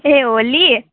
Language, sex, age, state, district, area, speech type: Nepali, female, 18-30, West Bengal, Alipurduar, urban, conversation